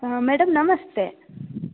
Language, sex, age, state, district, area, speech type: Kannada, female, 18-30, Karnataka, Chikkaballapur, rural, conversation